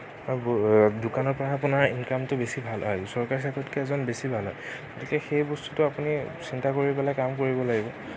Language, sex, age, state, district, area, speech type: Assamese, male, 18-30, Assam, Nagaon, rural, spontaneous